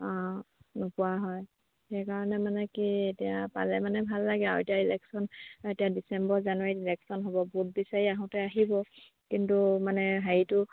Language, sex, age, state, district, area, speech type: Assamese, female, 30-45, Assam, Sivasagar, rural, conversation